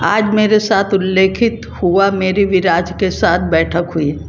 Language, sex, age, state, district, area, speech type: Hindi, female, 60+, Madhya Pradesh, Jabalpur, urban, read